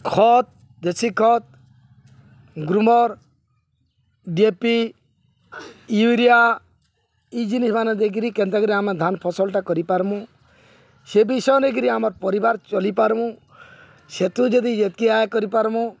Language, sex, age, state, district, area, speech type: Odia, male, 45-60, Odisha, Balangir, urban, spontaneous